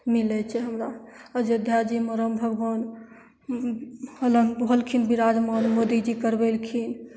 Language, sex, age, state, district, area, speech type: Maithili, female, 18-30, Bihar, Begusarai, rural, spontaneous